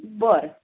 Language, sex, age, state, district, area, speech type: Marathi, female, 45-60, Maharashtra, Sangli, rural, conversation